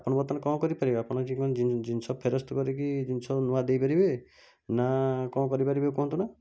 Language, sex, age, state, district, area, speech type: Odia, male, 30-45, Odisha, Cuttack, urban, spontaneous